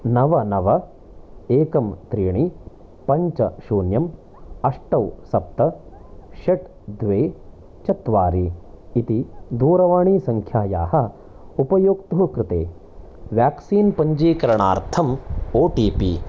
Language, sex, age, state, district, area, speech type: Sanskrit, male, 30-45, Karnataka, Chikkamagaluru, urban, read